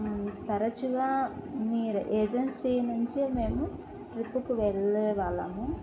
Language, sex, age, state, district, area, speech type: Telugu, female, 18-30, Andhra Pradesh, Kadapa, urban, spontaneous